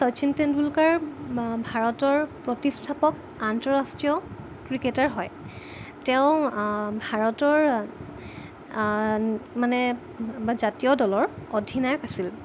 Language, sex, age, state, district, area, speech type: Assamese, female, 18-30, Assam, Jorhat, urban, spontaneous